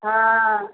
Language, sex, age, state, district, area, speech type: Maithili, female, 30-45, Bihar, Samastipur, rural, conversation